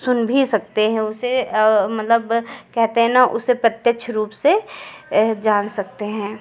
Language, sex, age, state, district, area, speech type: Hindi, female, 30-45, Uttar Pradesh, Lucknow, rural, spontaneous